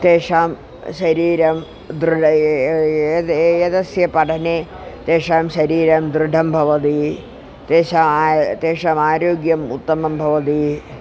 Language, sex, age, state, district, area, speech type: Sanskrit, female, 45-60, Kerala, Thiruvananthapuram, urban, spontaneous